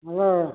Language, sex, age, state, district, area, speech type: Odia, male, 60+, Odisha, Nayagarh, rural, conversation